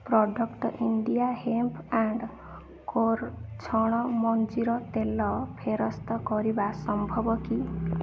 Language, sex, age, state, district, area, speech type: Odia, female, 18-30, Odisha, Ganjam, urban, read